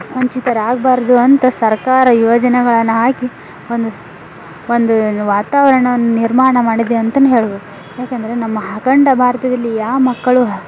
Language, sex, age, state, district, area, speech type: Kannada, female, 18-30, Karnataka, Koppal, rural, spontaneous